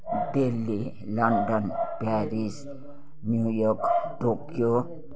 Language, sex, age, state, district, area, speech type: Nepali, female, 60+, West Bengal, Kalimpong, rural, spontaneous